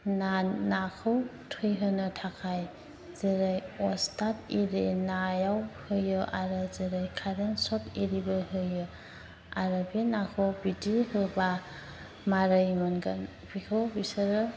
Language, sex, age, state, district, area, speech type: Bodo, female, 45-60, Assam, Chirang, urban, spontaneous